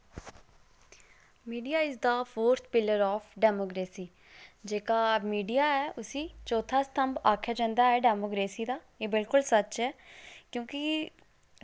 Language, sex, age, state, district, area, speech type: Dogri, female, 30-45, Jammu and Kashmir, Udhampur, rural, spontaneous